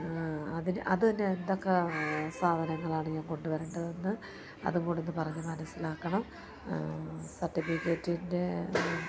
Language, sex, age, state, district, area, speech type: Malayalam, female, 30-45, Kerala, Alappuzha, rural, spontaneous